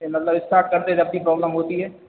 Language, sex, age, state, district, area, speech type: Hindi, male, 30-45, Madhya Pradesh, Hoshangabad, rural, conversation